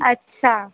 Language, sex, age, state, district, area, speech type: Hindi, female, 18-30, Madhya Pradesh, Harda, urban, conversation